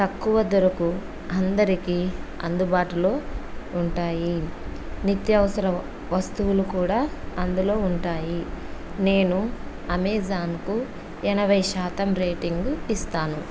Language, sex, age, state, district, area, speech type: Telugu, female, 30-45, Andhra Pradesh, Kurnool, rural, spontaneous